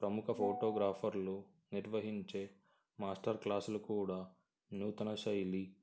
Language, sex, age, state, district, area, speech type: Telugu, male, 18-30, Andhra Pradesh, Sri Satya Sai, urban, spontaneous